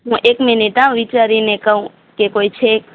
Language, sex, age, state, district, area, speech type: Gujarati, female, 45-60, Gujarat, Morbi, rural, conversation